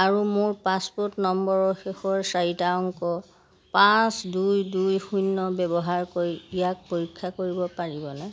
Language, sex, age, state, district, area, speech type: Assamese, male, 60+, Assam, Majuli, urban, read